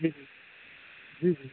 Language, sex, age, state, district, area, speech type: Hindi, male, 18-30, Bihar, Darbhanga, rural, conversation